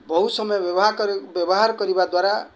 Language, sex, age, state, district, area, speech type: Odia, male, 45-60, Odisha, Kendrapara, urban, spontaneous